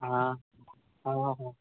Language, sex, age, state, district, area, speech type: Maithili, male, 30-45, Bihar, Madhepura, rural, conversation